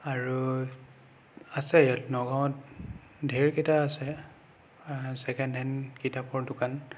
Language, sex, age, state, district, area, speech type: Assamese, male, 18-30, Assam, Nagaon, rural, spontaneous